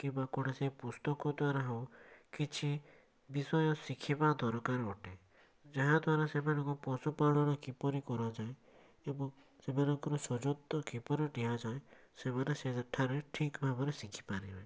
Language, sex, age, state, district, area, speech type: Odia, male, 18-30, Odisha, Cuttack, urban, spontaneous